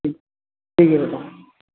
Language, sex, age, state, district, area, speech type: Hindi, male, 18-30, Madhya Pradesh, Harda, urban, conversation